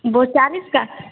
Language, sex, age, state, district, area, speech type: Hindi, female, 18-30, Bihar, Vaishali, rural, conversation